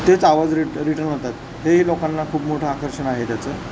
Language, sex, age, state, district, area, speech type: Marathi, male, 30-45, Maharashtra, Satara, urban, spontaneous